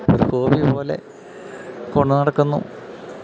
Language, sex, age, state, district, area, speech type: Malayalam, male, 45-60, Kerala, Kottayam, urban, spontaneous